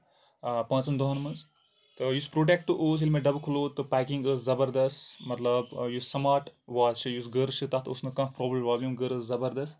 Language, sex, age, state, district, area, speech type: Kashmiri, male, 30-45, Jammu and Kashmir, Kupwara, rural, spontaneous